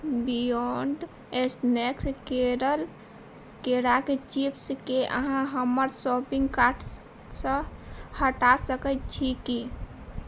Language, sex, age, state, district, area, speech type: Maithili, female, 18-30, Bihar, Sitamarhi, urban, read